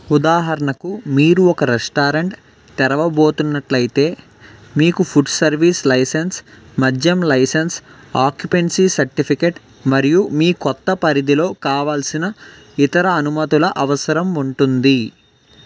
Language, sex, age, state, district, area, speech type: Telugu, male, 18-30, Andhra Pradesh, Palnadu, urban, read